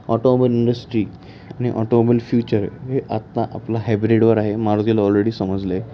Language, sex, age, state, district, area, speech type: Marathi, male, 18-30, Maharashtra, Pune, urban, spontaneous